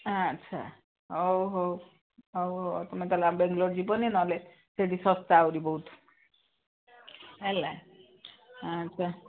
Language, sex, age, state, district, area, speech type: Odia, female, 60+, Odisha, Gajapati, rural, conversation